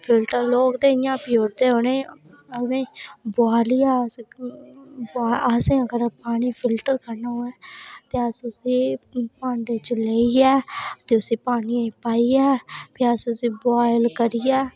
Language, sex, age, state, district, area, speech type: Dogri, female, 18-30, Jammu and Kashmir, Reasi, rural, spontaneous